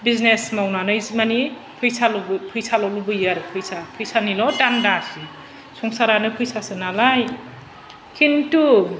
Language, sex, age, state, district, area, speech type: Bodo, female, 30-45, Assam, Chirang, urban, spontaneous